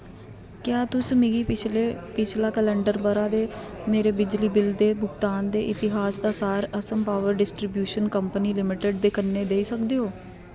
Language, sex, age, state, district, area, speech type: Dogri, female, 18-30, Jammu and Kashmir, Kathua, rural, read